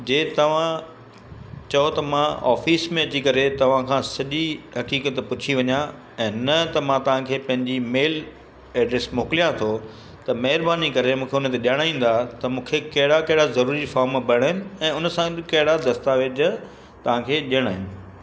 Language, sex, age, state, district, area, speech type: Sindhi, male, 60+, Gujarat, Kutch, urban, spontaneous